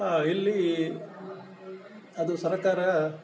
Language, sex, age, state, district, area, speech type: Kannada, male, 45-60, Karnataka, Udupi, rural, spontaneous